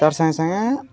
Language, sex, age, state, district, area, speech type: Odia, male, 18-30, Odisha, Balangir, urban, spontaneous